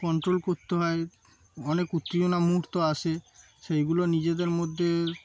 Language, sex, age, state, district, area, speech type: Bengali, male, 30-45, West Bengal, Darjeeling, urban, spontaneous